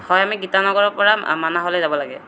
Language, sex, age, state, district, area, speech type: Assamese, male, 18-30, Assam, Kamrup Metropolitan, urban, spontaneous